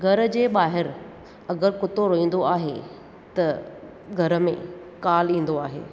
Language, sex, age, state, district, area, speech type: Sindhi, female, 30-45, Maharashtra, Thane, urban, spontaneous